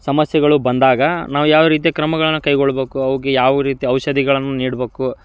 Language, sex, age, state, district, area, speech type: Kannada, male, 30-45, Karnataka, Dharwad, rural, spontaneous